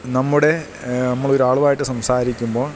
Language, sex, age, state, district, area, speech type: Malayalam, male, 30-45, Kerala, Idukki, rural, spontaneous